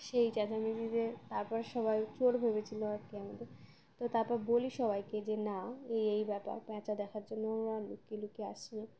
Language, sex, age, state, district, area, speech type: Bengali, female, 18-30, West Bengal, Uttar Dinajpur, urban, spontaneous